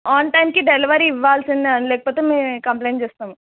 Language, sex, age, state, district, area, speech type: Telugu, female, 18-30, Telangana, Mahbubnagar, urban, conversation